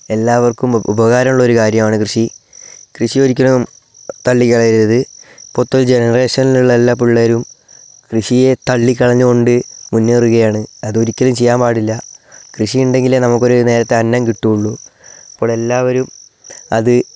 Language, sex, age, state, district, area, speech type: Malayalam, male, 18-30, Kerala, Wayanad, rural, spontaneous